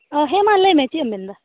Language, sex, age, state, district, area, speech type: Santali, female, 30-45, West Bengal, Birbhum, rural, conversation